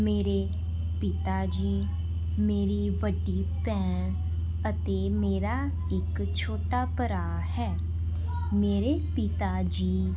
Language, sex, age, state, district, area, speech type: Punjabi, female, 18-30, Punjab, Rupnagar, urban, spontaneous